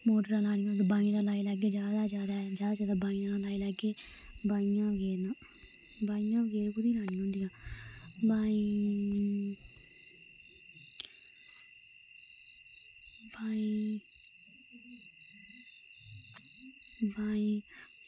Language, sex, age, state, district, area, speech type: Dogri, female, 18-30, Jammu and Kashmir, Udhampur, rural, spontaneous